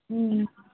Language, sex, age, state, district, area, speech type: Tamil, female, 18-30, Tamil Nadu, Tiruvannamalai, rural, conversation